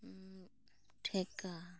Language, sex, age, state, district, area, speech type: Santali, female, 30-45, West Bengal, Bankura, rural, spontaneous